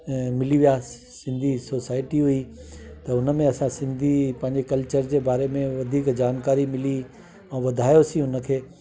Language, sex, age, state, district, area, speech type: Sindhi, male, 60+, Delhi, South Delhi, urban, spontaneous